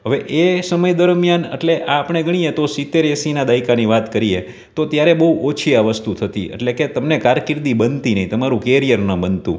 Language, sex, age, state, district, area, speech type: Gujarati, male, 30-45, Gujarat, Rajkot, urban, spontaneous